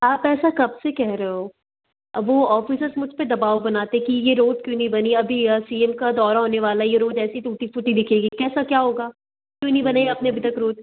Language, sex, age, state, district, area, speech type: Hindi, female, 18-30, Madhya Pradesh, Betul, urban, conversation